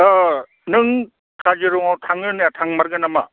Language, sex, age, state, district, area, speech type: Bodo, male, 60+, Assam, Chirang, rural, conversation